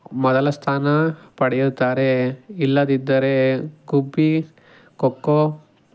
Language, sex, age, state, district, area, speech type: Kannada, male, 18-30, Karnataka, Tumkur, rural, spontaneous